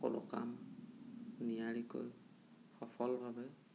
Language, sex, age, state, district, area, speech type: Assamese, male, 30-45, Assam, Sonitpur, rural, spontaneous